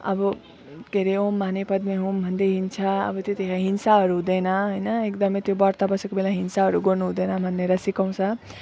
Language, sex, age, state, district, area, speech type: Nepali, female, 30-45, West Bengal, Alipurduar, urban, spontaneous